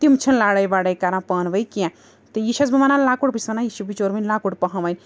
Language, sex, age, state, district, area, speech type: Kashmiri, female, 30-45, Jammu and Kashmir, Srinagar, urban, spontaneous